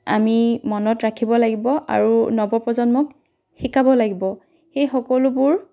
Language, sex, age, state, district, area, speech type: Assamese, female, 30-45, Assam, Dhemaji, rural, spontaneous